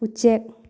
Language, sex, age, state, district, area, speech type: Manipuri, female, 18-30, Manipur, Thoubal, rural, read